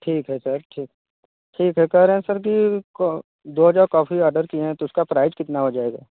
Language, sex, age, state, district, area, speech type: Hindi, male, 30-45, Uttar Pradesh, Mirzapur, rural, conversation